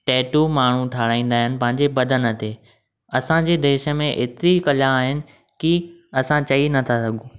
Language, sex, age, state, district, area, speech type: Sindhi, male, 18-30, Maharashtra, Thane, urban, spontaneous